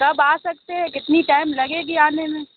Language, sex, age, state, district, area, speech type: Urdu, female, 30-45, Uttar Pradesh, Lucknow, urban, conversation